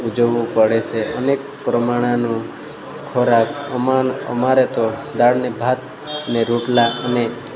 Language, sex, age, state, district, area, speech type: Gujarati, male, 30-45, Gujarat, Narmada, rural, spontaneous